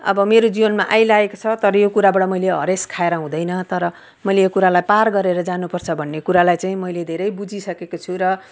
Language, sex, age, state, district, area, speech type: Nepali, female, 45-60, West Bengal, Darjeeling, rural, spontaneous